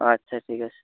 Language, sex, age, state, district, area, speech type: Bengali, male, 45-60, West Bengal, Nadia, rural, conversation